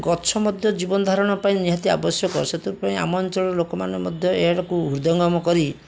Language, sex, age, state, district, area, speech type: Odia, male, 60+, Odisha, Jajpur, rural, spontaneous